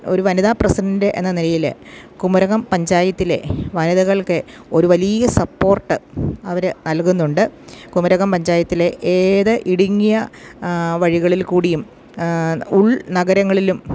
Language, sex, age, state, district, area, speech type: Malayalam, female, 45-60, Kerala, Kottayam, rural, spontaneous